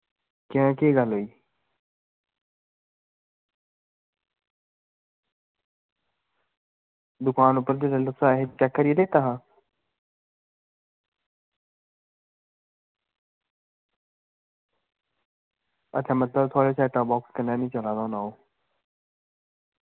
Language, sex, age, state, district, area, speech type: Dogri, male, 18-30, Jammu and Kashmir, Samba, rural, conversation